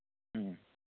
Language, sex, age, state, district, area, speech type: Manipuri, male, 30-45, Manipur, Churachandpur, rural, conversation